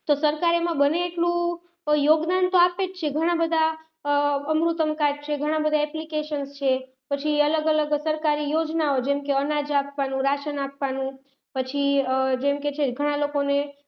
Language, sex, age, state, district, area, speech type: Gujarati, female, 30-45, Gujarat, Rajkot, urban, spontaneous